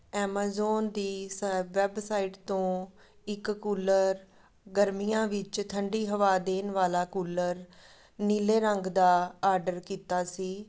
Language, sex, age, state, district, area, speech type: Punjabi, female, 30-45, Punjab, Amritsar, rural, spontaneous